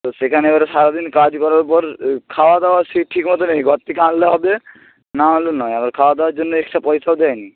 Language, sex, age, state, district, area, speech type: Bengali, male, 18-30, West Bengal, Jalpaiguri, rural, conversation